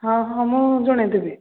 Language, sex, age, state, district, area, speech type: Odia, female, 45-60, Odisha, Angul, rural, conversation